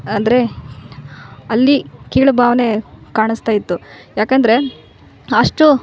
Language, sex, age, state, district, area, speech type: Kannada, female, 18-30, Karnataka, Vijayanagara, rural, spontaneous